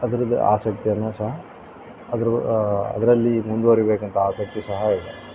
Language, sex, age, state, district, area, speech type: Kannada, male, 30-45, Karnataka, Udupi, rural, spontaneous